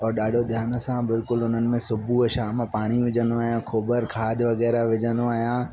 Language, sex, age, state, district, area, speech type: Sindhi, male, 45-60, Madhya Pradesh, Katni, urban, spontaneous